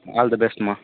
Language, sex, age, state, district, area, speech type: Tamil, female, 18-30, Tamil Nadu, Dharmapuri, rural, conversation